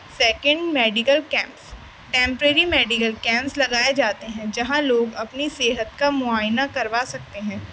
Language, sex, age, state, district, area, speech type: Urdu, female, 18-30, Delhi, East Delhi, urban, spontaneous